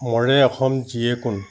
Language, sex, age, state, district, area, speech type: Assamese, male, 45-60, Assam, Dibrugarh, rural, spontaneous